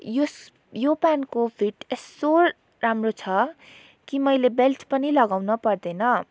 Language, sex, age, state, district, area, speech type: Nepali, female, 18-30, West Bengal, Darjeeling, rural, spontaneous